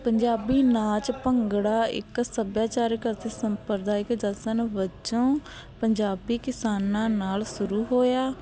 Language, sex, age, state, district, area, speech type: Punjabi, female, 18-30, Punjab, Barnala, rural, spontaneous